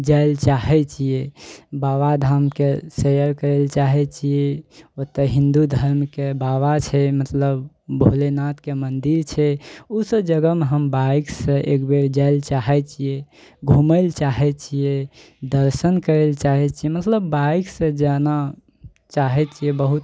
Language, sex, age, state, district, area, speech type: Maithili, male, 18-30, Bihar, Araria, rural, spontaneous